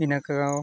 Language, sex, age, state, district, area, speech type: Santali, male, 45-60, Odisha, Mayurbhanj, rural, spontaneous